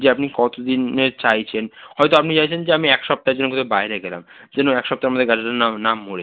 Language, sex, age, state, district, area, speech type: Bengali, male, 60+, West Bengal, Nadia, rural, conversation